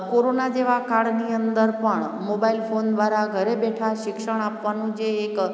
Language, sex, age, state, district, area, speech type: Gujarati, female, 45-60, Gujarat, Amreli, urban, spontaneous